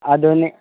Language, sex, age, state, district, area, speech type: Kannada, male, 18-30, Karnataka, Dakshina Kannada, rural, conversation